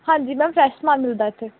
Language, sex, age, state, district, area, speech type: Punjabi, female, 18-30, Punjab, Pathankot, rural, conversation